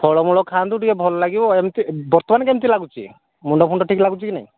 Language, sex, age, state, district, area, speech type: Odia, male, 45-60, Odisha, Angul, rural, conversation